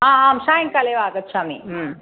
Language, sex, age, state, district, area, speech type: Sanskrit, female, 45-60, Tamil Nadu, Chennai, urban, conversation